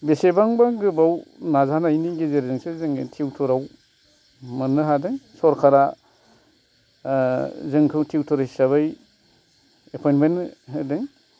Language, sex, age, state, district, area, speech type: Bodo, male, 45-60, Assam, Kokrajhar, urban, spontaneous